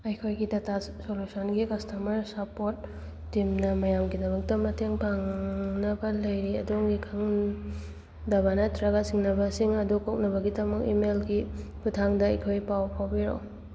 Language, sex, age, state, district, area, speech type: Manipuri, female, 18-30, Manipur, Churachandpur, rural, read